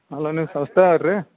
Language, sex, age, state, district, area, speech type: Kannada, male, 30-45, Karnataka, Belgaum, rural, conversation